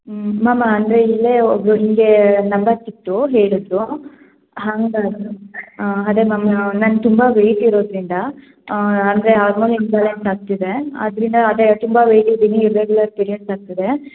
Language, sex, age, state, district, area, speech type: Kannada, female, 18-30, Karnataka, Hassan, urban, conversation